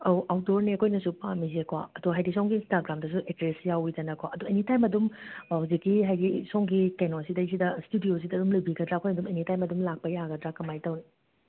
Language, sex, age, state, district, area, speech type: Manipuri, female, 45-60, Manipur, Imphal West, urban, conversation